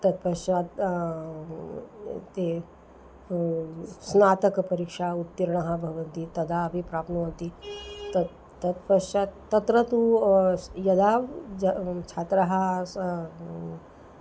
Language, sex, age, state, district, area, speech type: Sanskrit, female, 60+, Maharashtra, Nagpur, urban, spontaneous